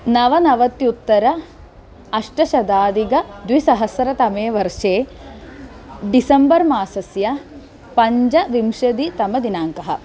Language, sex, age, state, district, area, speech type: Sanskrit, female, 18-30, Kerala, Thrissur, urban, spontaneous